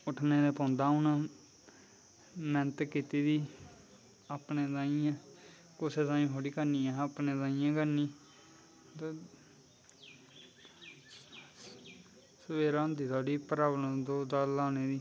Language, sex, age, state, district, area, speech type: Dogri, male, 18-30, Jammu and Kashmir, Kathua, rural, spontaneous